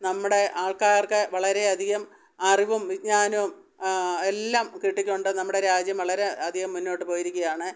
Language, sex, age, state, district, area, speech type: Malayalam, female, 60+, Kerala, Pathanamthitta, rural, spontaneous